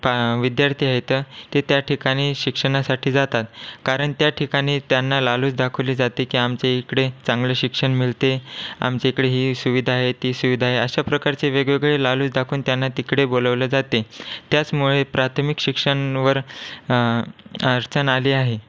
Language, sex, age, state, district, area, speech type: Marathi, male, 18-30, Maharashtra, Washim, rural, spontaneous